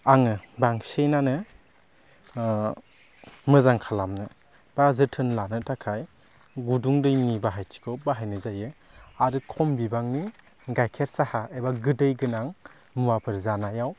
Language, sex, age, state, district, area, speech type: Bodo, male, 18-30, Assam, Baksa, rural, spontaneous